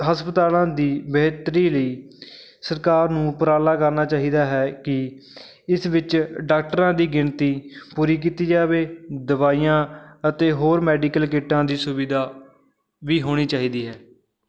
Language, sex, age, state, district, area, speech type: Punjabi, male, 18-30, Punjab, Fatehgarh Sahib, rural, spontaneous